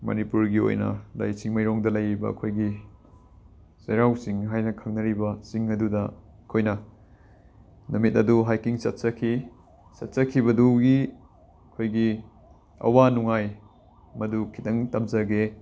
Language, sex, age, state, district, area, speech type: Manipuri, male, 18-30, Manipur, Imphal West, rural, spontaneous